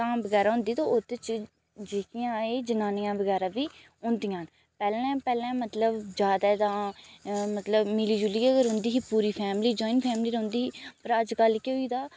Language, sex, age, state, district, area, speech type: Dogri, female, 30-45, Jammu and Kashmir, Udhampur, urban, spontaneous